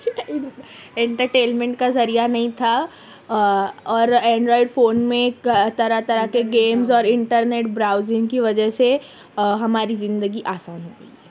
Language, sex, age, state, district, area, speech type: Urdu, female, 30-45, Maharashtra, Nashik, rural, spontaneous